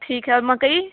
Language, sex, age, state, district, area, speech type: Hindi, female, 30-45, Uttar Pradesh, Sonbhadra, rural, conversation